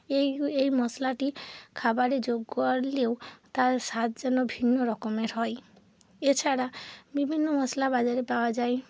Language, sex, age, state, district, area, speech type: Bengali, female, 30-45, West Bengal, Hooghly, urban, spontaneous